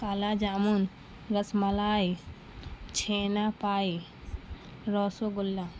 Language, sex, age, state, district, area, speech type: Urdu, female, 30-45, Bihar, Gaya, rural, spontaneous